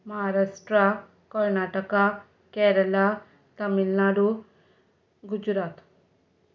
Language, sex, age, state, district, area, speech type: Goan Konkani, female, 30-45, Goa, Tiswadi, rural, spontaneous